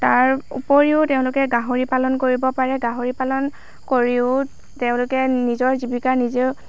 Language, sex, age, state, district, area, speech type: Assamese, female, 18-30, Assam, Lakhimpur, rural, spontaneous